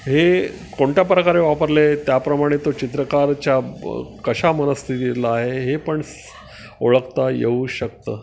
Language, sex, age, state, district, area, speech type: Marathi, male, 60+, Maharashtra, Palghar, rural, spontaneous